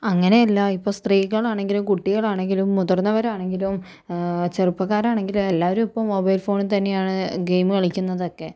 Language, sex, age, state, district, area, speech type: Malayalam, female, 45-60, Kerala, Kozhikode, urban, spontaneous